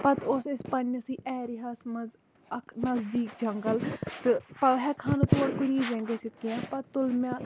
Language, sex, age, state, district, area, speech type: Kashmiri, female, 18-30, Jammu and Kashmir, Kulgam, rural, spontaneous